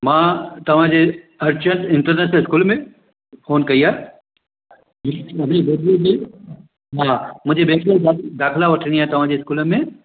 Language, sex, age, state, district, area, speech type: Sindhi, male, 45-60, Maharashtra, Thane, urban, conversation